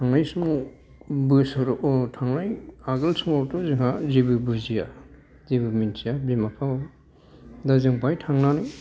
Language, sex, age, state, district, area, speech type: Bodo, male, 60+, Assam, Kokrajhar, urban, spontaneous